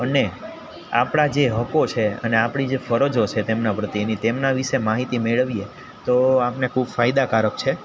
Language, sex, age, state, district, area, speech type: Gujarati, male, 18-30, Gujarat, Junagadh, urban, spontaneous